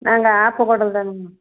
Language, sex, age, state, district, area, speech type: Tamil, female, 60+, Tamil Nadu, Erode, rural, conversation